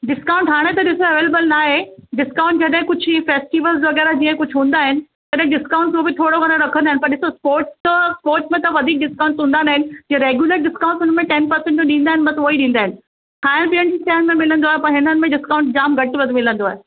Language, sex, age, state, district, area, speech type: Sindhi, female, 45-60, Maharashtra, Mumbai Suburban, urban, conversation